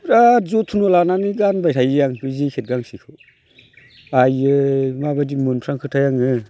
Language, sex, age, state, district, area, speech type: Bodo, male, 45-60, Assam, Chirang, rural, spontaneous